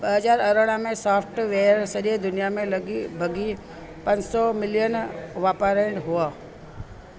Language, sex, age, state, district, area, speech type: Sindhi, female, 45-60, Delhi, South Delhi, urban, read